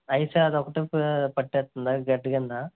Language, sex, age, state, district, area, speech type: Telugu, male, 30-45, Andhra Pradesh, East Godavari, rural, conversation